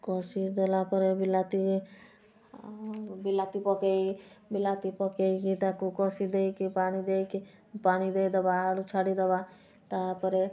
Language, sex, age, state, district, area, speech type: Odia, female, 45-60, Odisha, Mayurbhanj, rural, spontaneous